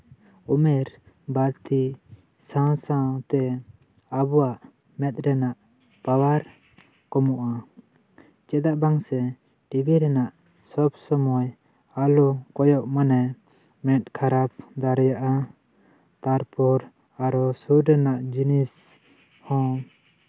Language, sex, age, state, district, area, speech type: Santali, male, 18-30, West Bengal, Bankura, rural, spontaneous